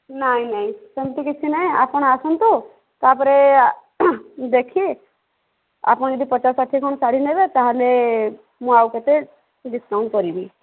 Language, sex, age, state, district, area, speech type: Odia, female, 30-45, Odisha, Sambalpur, rural, conversation